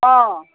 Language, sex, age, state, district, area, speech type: Assamese, female, 45-60, Assam, Kamrup Metropolitan, urban, conversation